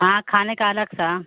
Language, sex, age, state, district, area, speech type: Hindi, female, 45-60, Uttar Pradesh, Ghazipur, rural, conversation